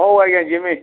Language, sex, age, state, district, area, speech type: Odia, male, 60+, Odisha, Bargarh, urban, conversation